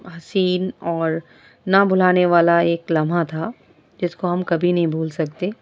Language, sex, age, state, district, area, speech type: Urdu, female, 30-45, Delhi, South Delhi, rural, spontaneous